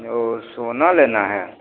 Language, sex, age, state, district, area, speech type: Hindi, male, 30-45, Bihar, Begusarai, rural, conversation